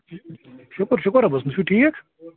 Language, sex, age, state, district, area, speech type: Kashmiri, male, 30-45, Jammu and Kashmir, Bandipora, rural, conversation